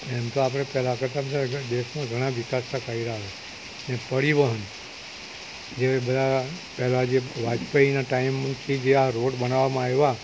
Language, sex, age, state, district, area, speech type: Gujarati, male, 60+, Gujarat, Valsad, rural, spontaneous